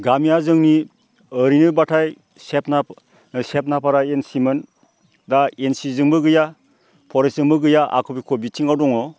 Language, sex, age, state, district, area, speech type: Bodo, male, 45-60, Assam, Baksa, rural, spontaneous